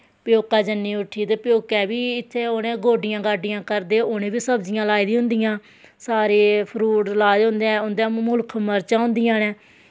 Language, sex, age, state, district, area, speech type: Dogri, female, 30-45, Jammu and Kashmir, Samba, rural, spontaneous